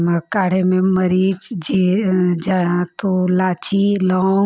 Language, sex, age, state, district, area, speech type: Hindi, female, 30-45, Uttar Pradesh, Ghazipur, rural, spontaneous